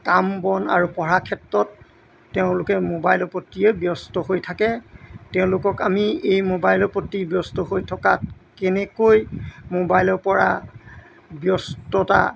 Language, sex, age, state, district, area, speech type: Assamese, male, 60+, Assam, Golaghat, rural, spontaneous